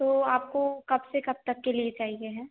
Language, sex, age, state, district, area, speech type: Hindi, female, 18-30, Madhya Pradesh, Hoshangabad, urban, conversation